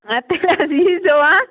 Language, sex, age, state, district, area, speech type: Kashmiri, female, 18-30, Jammu and Kashmir, Budgam, rural, conversation